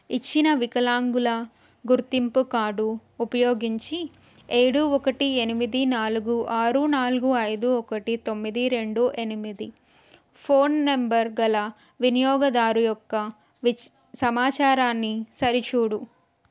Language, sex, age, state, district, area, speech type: Telugu, female, 30-45, Andhra Pradesh, N T Rama Rao, urban, read